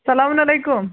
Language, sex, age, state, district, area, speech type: Kashmiri, other, 30-45, Jammu and Kashmir, Budgam, rural, conversation